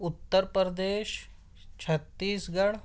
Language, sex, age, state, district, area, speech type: Urdu, male, 18-30, Uttar Pradesh, Siddharthnagar, rural, spontaneous